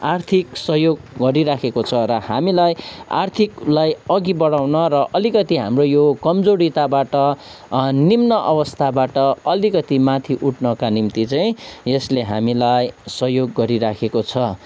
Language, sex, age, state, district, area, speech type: Nepali, male, 30-45, West Bengal, Kalimpong, rural, spontaneous